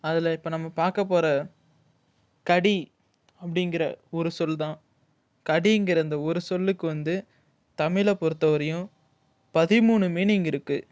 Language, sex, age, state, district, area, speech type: Tamil, male, 45-60, Tamil Nadu, Ariyalur, rural, spontaneous